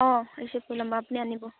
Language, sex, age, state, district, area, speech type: Assamese, female, 18-30, Assam, Majuli, urban, conversation